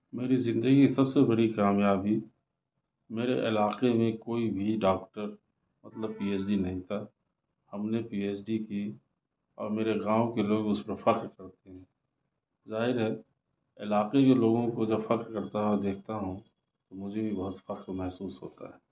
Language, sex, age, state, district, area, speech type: Urdu, male, 30-45, Delhi, South Delhi, urban, spontaneous